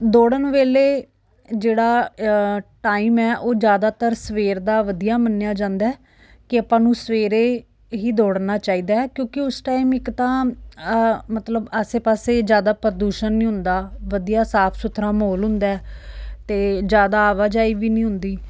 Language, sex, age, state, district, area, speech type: Punjabi, female, 30-45, Punjab, Fazilka, urban, spontaneous